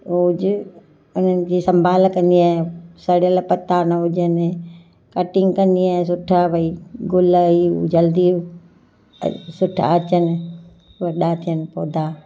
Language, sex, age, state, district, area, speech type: Sindhi, female, 45-60, Gujarat, Kutch, urban, spontaneous